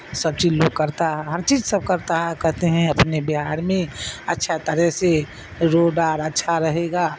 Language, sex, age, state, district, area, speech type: Urdu, female, 60+, Bihar, Darbhanga, rural, spontaneous